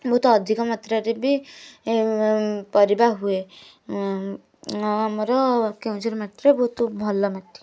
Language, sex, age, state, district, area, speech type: Odia, female, 18-30, Odisha, Kendujhar, urban, spontaneous